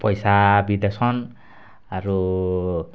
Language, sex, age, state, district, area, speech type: Odia, male, 18-30, Odisha, Kalahandi, rural, spontaneous